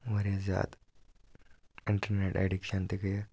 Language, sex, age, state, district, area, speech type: Kashmiri, male, 18-30, Jammu and Kashmir, Kupwara, rural, spontaneous